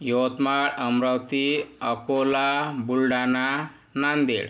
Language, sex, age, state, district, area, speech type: Marathi, male, 45-60, Maharashtra, Yavatmal, urban, spontaneous